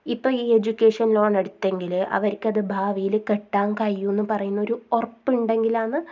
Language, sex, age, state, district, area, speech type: Malayalam, female, 30-45, Kerala, Kasaragod, rural, spontaneous